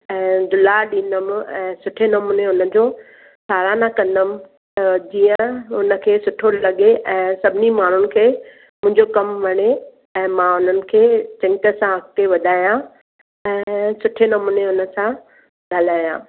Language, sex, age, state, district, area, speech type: Sindhi, female, 60+, Maharashtra, Mumbai Suburban, urban, conversation